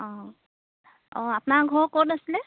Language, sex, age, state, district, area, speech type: Assamese, female, 18-30, Assam, Lakhimpur, rural, conversation